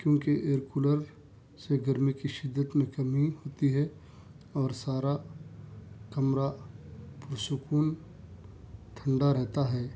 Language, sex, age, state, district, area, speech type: Urdu, male, 45-60, Telangana, Hyderabad, urban, spontaneous